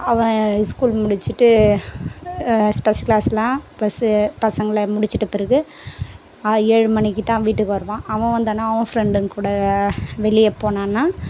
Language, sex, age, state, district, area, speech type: Tamil, female, 18-30, Tamil Nadu, Tiruvannamalai, rural, spontaneous